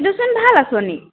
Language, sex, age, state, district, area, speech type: Assamese, female, 18-30, Assam, Jorhat, urban, conversation